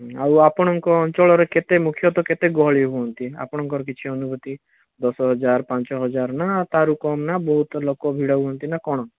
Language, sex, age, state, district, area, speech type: Odia, male, 18-30, Odisha, Bhadrak, rural, conversation